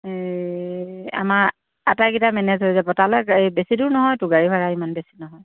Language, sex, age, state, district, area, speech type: Assamese, female, 45-60, Assam, Lakhimpur, rural, conversation